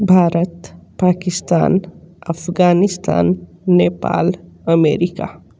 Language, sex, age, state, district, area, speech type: Hindi, male, 30-45, Uttar Pradesh, Sonbhadra, rural, spontaneous